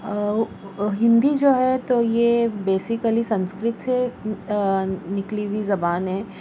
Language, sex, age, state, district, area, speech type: Urdu, female, 30-45, Maharashtra, Nashik, urban, spontaneous